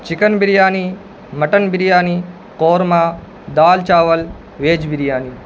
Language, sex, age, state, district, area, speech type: Urdu, male, 18-30, Bihar, Purnia, rural, spontaneous